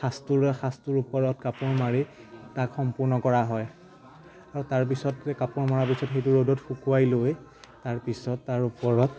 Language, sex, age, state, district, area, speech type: Assamese, male, 18-30, Assam, Majuli, urban, spontaneous